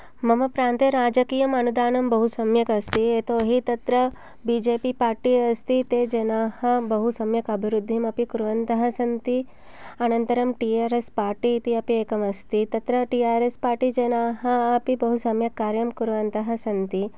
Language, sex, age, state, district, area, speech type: Sanskrit, female, 30-45, Telangana, Hyderabad, rural, spontaneous